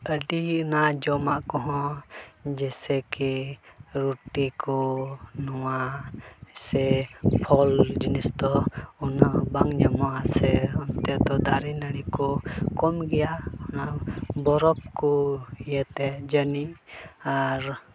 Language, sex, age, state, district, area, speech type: Santali, male, 18-30, Jharkhand, Pakur, rural, spontaneous